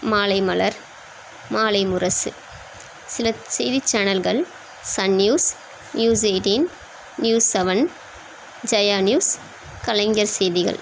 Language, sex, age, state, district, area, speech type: Tamil, female, 30-45, Tamil Nadu, Chennai, urban, spontaneous